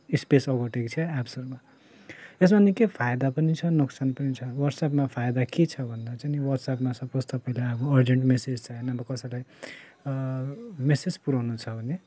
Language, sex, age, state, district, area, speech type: Nepali, male, 18-30, West Bengal, Darjeeling, rural, spontaneous